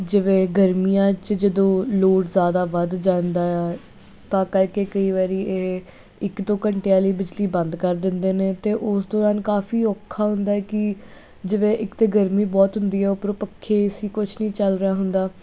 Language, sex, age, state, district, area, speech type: Punjabi, female, 18-30, Punjab, Jalandhar, urban, spontaneous